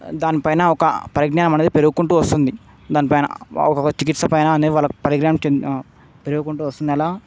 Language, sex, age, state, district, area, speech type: Telugu, male, 18-30, Telangana, Hyderabad, urban, spontaneous